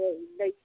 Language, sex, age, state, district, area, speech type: Manipuri, female, 60+, Manipur, Kangpokpi, urban, conversation